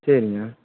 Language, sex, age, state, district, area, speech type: Tamil, male, 18-30, Tamil Nadu, Tiruvarur, urban, conversation